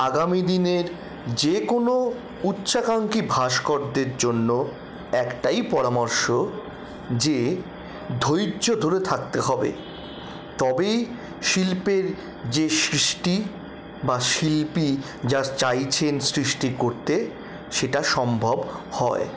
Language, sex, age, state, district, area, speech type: Bengali, male, 60+, West Bengal, Paschim Bardhaman, rural, spontaneous